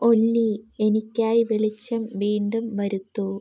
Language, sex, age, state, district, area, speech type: Malayalam, female, 18-30, Kerala, Wayanad, rural, read